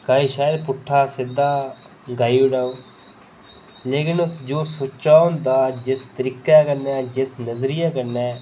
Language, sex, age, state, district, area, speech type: Dogri, male, 18-30, Jammu and Kashmir, Reasi, rural, spontaneous